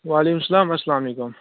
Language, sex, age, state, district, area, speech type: Kashmiri, male, 18-30, Jammu and Kashmir, Kupwara, urban, conversation